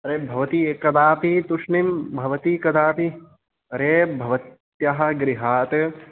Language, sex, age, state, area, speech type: Sanskrit, male, 18-30, Haryana, rural, conversation